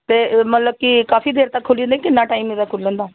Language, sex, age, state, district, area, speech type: Punjabi, female, 45-60, Punjab, Pathankot, rural, conversation